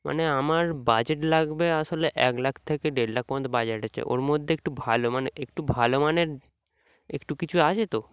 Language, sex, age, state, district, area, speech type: Bengali, male, 18-30, West Bengal, Dakshin Dinajpur, urban, spontaneous